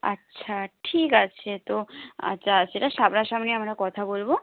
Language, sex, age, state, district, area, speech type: Bengali, female, 18-30, West Bengal, Nadia, rural, conversation